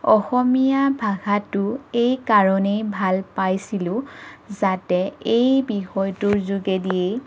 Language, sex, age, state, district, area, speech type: Assamese, female, 30-45, Assam, Lakhimpur, rural, spontaneous